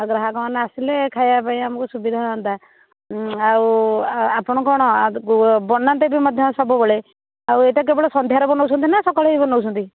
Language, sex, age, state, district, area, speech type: Odia, female, 60+, Odisha, Bhadrak, rural, conversation